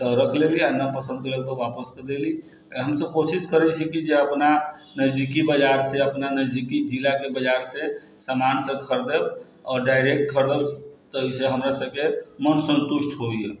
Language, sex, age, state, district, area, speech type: Maithili, male, 30-45, Bihar, Sitamarhi, rural, spontaneous